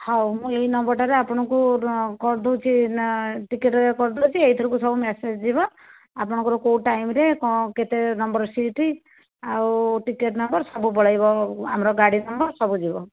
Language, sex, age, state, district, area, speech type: Odia, female, 30-45, Odisha, Jajpur, rural, conversation